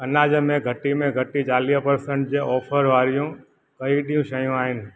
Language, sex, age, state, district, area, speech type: Sindhi, male, 45-60, Gujarat, Junagadh, urban, read